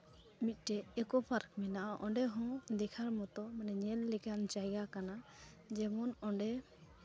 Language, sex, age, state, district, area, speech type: Santali, female, 18-30, West Bengal, Malda, rural, spontaneous